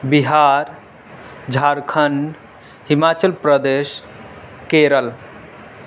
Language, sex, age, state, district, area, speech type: Urdu, male, 18-30, Delhi, South Delhi, urban, spontaneous